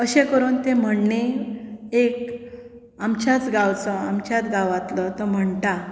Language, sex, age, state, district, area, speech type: Goan Konkani, female, 30-45, Goa, Bardez, rural, spontaneous